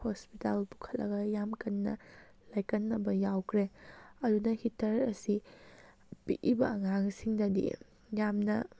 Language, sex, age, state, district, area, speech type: Manipuri, female, 18-30, Manipur, Kakching, rural, spontaneous